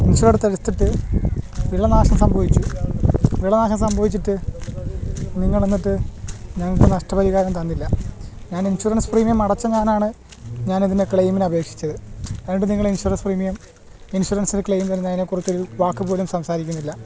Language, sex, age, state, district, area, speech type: Malayalam, male, 30-45, Kerala, Alappuzha, rural, spontaneous